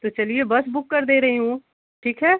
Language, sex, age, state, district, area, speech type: Hindi, female, 30-45, Uttar Pradesh, Ghazipur, rural, conversation